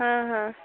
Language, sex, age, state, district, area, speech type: Hindi, female, 18-30, Bihar, Vaishali, rural, conversation